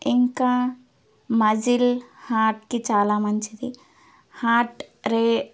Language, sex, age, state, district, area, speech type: Telugu, female, 18-30, Telangana, Suryapet, urban, spontaneous